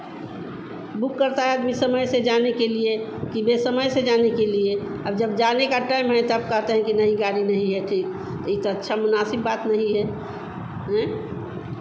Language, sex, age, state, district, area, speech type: Hindi, female, 60+, Bihar, Vaishali, urban, spontaneous